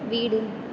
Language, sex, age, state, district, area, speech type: Tamil, female, 18-30, Tamil Nadu, Perambalur, rural, read